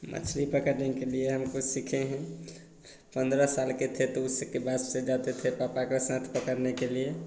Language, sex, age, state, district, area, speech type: Hindi, male, 18-30, Bihar, Samastipur, rural, spontaneous